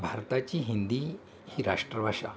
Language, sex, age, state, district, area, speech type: Marathi, male, 60+, Maharashtra, Thane, rural, spontaneous